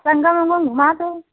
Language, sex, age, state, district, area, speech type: Hindi, female, 45-60, Uttar Pradesh, Prayagraj, rural, conversation